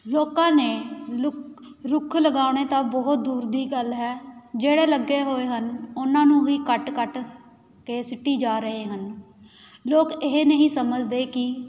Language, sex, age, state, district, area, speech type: Punjabi, female, 18-30, Punjab, Patiala, urban, spontaneous